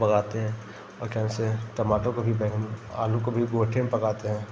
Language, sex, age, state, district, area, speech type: Hindi, male, 30-45, Uttar Pradesh, Ghazipur, urban, spontaneous